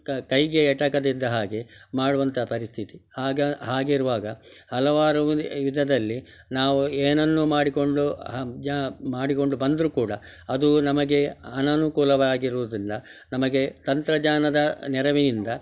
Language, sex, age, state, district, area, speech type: Kannada, male, 60+, Karnataka, Udupi, rural, spontaneous